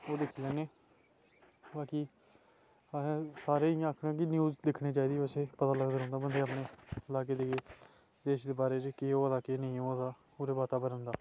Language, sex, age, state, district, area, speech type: Dogri, male, 18-30, Jammu and Kashmir, Samba, rural, spontaneous